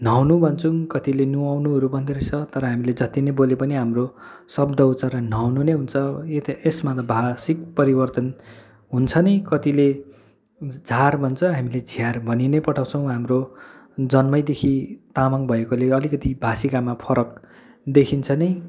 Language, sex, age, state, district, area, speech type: Nepali, male, 18-30, West Bengal, Kalimpong, rural, spontaneous